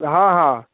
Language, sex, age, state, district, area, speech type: Maithili, male, 18-30, Bihar, Darbhanga, rural, conversation